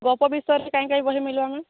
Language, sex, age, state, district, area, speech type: Odia, female, 18-30, Odisha, Subarnapur, urban, conversation